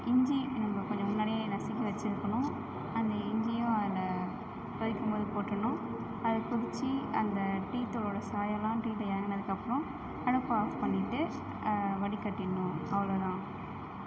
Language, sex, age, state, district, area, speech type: Tamil, female, 18-30, Tamil Nadu, Perambalur, urban, spontaneous